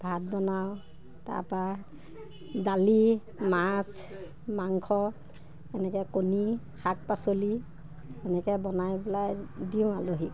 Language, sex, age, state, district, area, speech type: Assamese, female, 30-45, Assam, Nagaon, rural, spontaneous